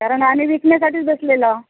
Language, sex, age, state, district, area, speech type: Marathi, female, 45-60, Maharashtra, Akola, rural, conversation